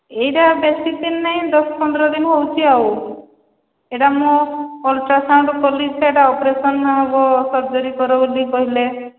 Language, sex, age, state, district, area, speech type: Odia, female, 45-60, Odisha, Angul, rural, conversation